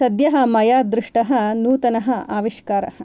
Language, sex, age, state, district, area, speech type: Sanskrit, female, 30-45, Karnataka, Shimoga, rural, spontaneous